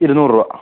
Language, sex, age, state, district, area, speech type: Malayalam, male, 18-30, Kerala, Palakkad, rural, conversation